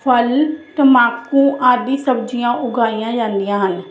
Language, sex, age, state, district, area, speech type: Punjabi, female, 30-45, Punjab, Jalandhar, urban, spontaneous